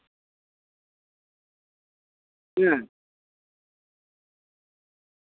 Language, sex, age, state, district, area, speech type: Santali, male, 45-60, West Bengal, Purulia, rural, conversation